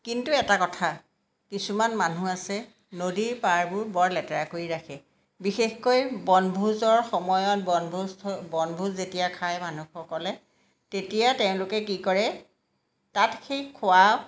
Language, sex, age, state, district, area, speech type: Assamese, female, 45-60, Assam, Jorhat, urban, spontaneous